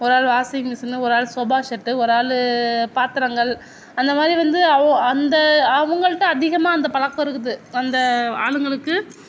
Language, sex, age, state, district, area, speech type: Tamil, female, 60+, Tamil Nadu, Mayiladuthurai, urban, spontaneous